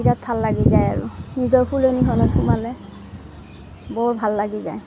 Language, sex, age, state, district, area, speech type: Assamese, female, 30-45, Assam, Darrang, rural, spontaneous